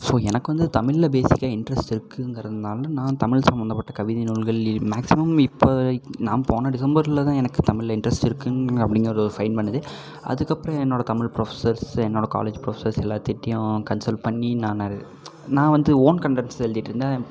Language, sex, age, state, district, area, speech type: Tamil, male, 18-30, Tamil Nadu, Namakkal, rural, spontaneous